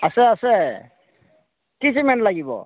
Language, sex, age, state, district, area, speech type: Assamese, male, 60+, Assam, Golaghat, urban, conversation